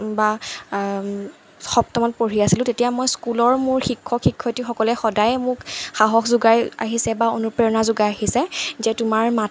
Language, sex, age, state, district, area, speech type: Assamese, female, 18-30, Assam, Jorhat, urban, spontaneous